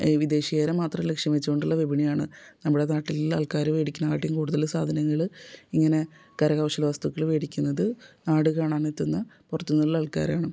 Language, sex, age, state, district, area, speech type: Malayalam, female, 30-45, Kerala, Thrissur, urban, spontaneous